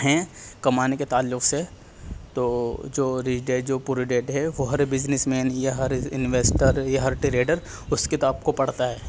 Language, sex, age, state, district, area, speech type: Urdu, male, 18-30, Delhi, East Delhi, rural, spontaneous